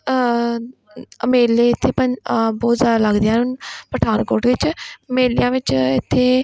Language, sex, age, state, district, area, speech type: Punjabi, female, 18-30, Punjab, Pathankot, rural, spontaneous